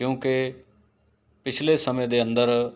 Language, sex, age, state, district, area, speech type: Punjabi, male, 45-60, Punjab, Mohali, urban, spontaneous